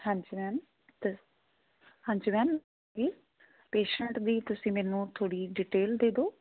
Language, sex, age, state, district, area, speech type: Punjabi, female, 18-30, Punjab, Firozpur, rural, conversation